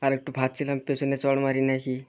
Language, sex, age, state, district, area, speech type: Bengali, male, 30-45, West Bengal, Birbhum, urban, spontaneous